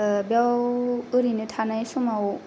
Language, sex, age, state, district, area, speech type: Bodo, female, 18-30, Assam, Kokrajhar, rural, spontaneous